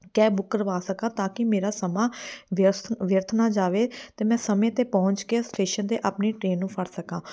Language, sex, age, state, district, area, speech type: Punjabi, female, 30-45, Punjab, Amritsar, urban, spontaneous